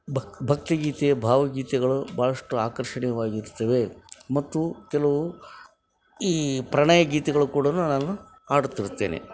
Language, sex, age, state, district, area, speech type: Kannada, male, 60+, Karnataka, Koppal, rural, spontaneous